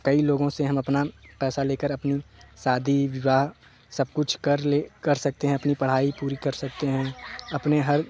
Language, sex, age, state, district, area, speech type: Hindi, male, 18-30, Uttar Pradesh, Jaunpur, rural, spontaneous